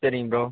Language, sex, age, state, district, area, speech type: Tamil, male, 18-30, Tamil Nadu, Perambalur, rural, conversation